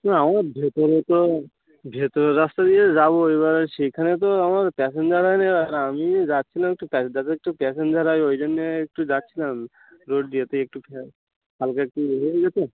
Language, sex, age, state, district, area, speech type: Bengali, male, 18-30, West Bengal, Birbhum, urban, conversation